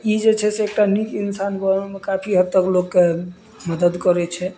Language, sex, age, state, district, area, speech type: Maithili, male, 30-45, Bihar, Madhubani, rural, spontaneous